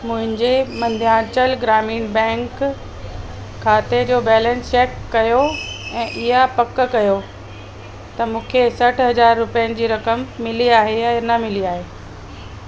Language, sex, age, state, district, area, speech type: Sindhi, female, 45-60, Delhi, South Delhi, urban, read